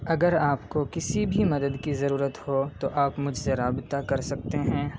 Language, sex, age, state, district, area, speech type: Urdu, male, 18-30, Uttar Pradesh, Saharanpur, urban, read